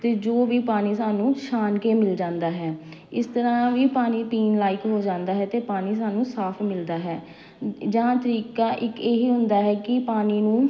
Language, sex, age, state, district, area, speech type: Punjabi, female, 30-45, Punjab, Amritsar, urban, spontaneous